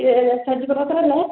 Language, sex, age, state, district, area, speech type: Malayalam, female, 30-45, Kerala, Idukki, rural, conversation